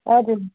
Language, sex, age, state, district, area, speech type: Nepali, female, 18-30, West Bengal, Kalimpong, rural, conversation